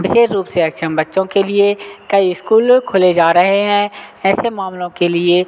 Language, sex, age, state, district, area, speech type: Hindi, male, 30-45, Madhya Pradesh, Hoshangabad, rural, spontaneous